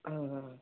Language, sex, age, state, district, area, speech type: Kannada, female, 45-60, Karnataka, Koppal, rural, conversation